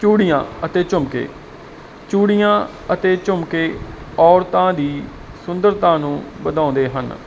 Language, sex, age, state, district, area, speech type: Punjabi, male, 45-60, Punjab, Barnala, rural, spontaneous